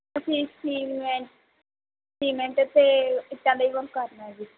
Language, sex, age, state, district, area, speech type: Punjabi, female, 18-30, Punjab, Barnala, urban, conversation